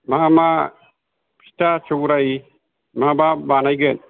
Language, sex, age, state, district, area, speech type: Bodo, male, 60+, Assam, Kokrajhar, rural, conversation